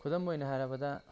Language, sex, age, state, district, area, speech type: Manipuri, male, 45-60, Manipur, Tengnoupal, rural, spontaneous